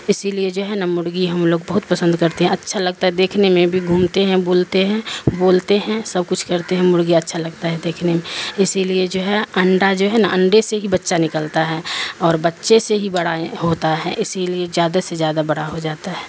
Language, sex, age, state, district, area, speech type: Urdu, female, 45-60, Bihar, Darbhanga, rural, spontaneous